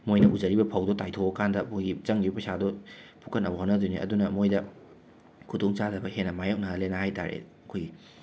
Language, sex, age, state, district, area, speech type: Manipuri, male, 30-45, Manipur, Imphal West, urban, spontaneous